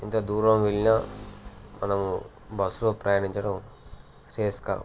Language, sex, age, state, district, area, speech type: Telugu, male, 30-45, Telangana, Jangaon, rural, spontaneous